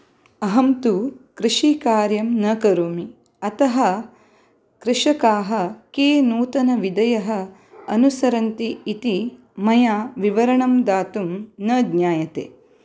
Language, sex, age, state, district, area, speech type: Sanskrit, female, 30-45, Karnataka, Udupi, urban, spontaneous